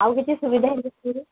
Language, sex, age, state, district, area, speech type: Odia, female, 30-45, Odisha, Sambalpur, rural, conversation